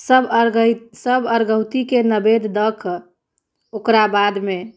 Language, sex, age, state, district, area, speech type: Maithili, female, 18-30, Bihar, Muzaffarpur, rural, spontaneous